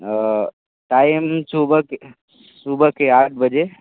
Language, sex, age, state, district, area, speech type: Hindi, male, 18-30, Uttar Pradesh, Sonbhadra, rural, conversation